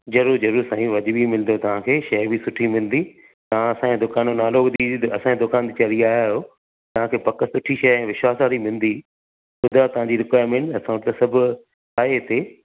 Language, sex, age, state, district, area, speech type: Sindhi, male, 45-60, Maharashtra, Thane, urban, conversation